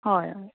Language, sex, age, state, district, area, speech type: Goan Konkani, female, 18-30, Goa, Bardez, urban, conversation